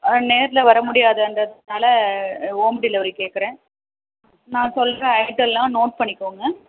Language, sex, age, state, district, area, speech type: Tamil, female, 45-60, Tamil Nadu, Ranipet, urban, conversation